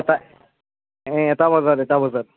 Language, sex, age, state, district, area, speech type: Assamese, male, 18-30, Assam, Udalguri, rural, conversation